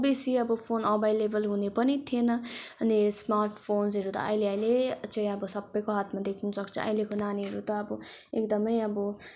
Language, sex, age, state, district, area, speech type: Nepali, female, 18-30, West Bengal, Darjeeling, rural, spontaneous